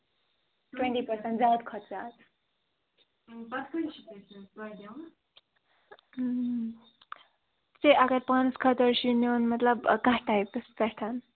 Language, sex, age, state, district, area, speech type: Kashmiri, female, 18-30, Jammu and Kashmir, Kupwara, rural, conversation